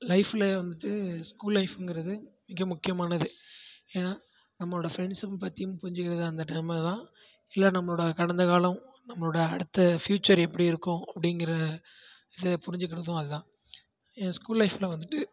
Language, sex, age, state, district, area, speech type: Tamil, male, 18-30, Tamil Nadu, Tiruvarur, rural, spontaneous